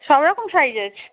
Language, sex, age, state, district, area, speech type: Bengali, female, 45-60, West Bengal, Hooghly, rural, conversation